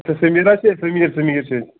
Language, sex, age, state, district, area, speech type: Kashmiri, male, 30-45, Jammu and Kashmir, Pulwama, rural, conversation